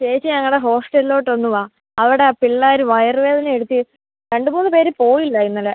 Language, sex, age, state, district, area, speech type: Malayalam, female, 18-30, Kerala, Kottayam, rural, conversation